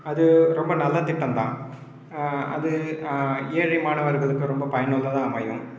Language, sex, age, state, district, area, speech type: Tamil, male, 30-45, Tamil Nadu, Cuddalore, rural, spontaneous